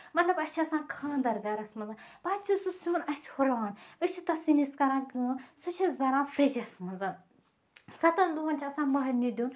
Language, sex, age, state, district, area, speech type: Kashmiri, female, 30-45, Jammu and Kashmir, Ganderbal, rural, spontaneous